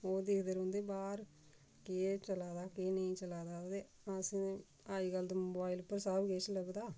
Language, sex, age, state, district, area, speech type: Dogri, female, 45-60, Jammu and Kashmir, Reasi, rural, spontaneous